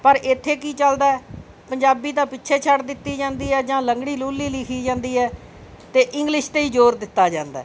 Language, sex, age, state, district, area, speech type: Punjabi, female, 45-60, Punjab, Bathinda, urban, spontaneous